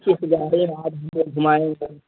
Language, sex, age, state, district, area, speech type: Urdu, male, 18-30, Bihar, Purnia, rural, conversation